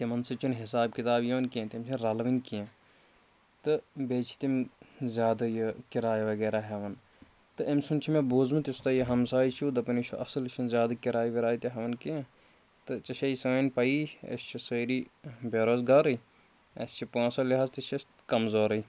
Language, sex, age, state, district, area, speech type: Kashmiri, male, 30-45, Jammu and Kashmir, Kulgam, rural, spontaneous